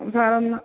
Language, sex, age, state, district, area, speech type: Malayalam, female, 45-60, Kerala, Ernakulam, urban, conversation